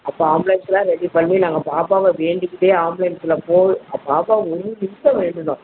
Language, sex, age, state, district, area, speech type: Tamil, female, 60+, Tamil Nadu, Virudhunagar, rural, conversation